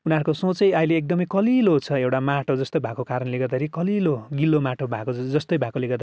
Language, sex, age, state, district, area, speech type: Nepali, male, 45-60, West Bengal, Kalimpong, rural, spontaneous